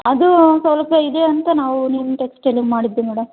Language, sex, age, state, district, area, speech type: Kannada, female, 18-30, Karnataka, Chitradurga, urban, conversation